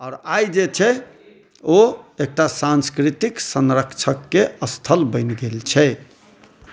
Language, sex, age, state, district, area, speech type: Maithili, male, 30-45, Bihar, Madhubani, urban, spontaneous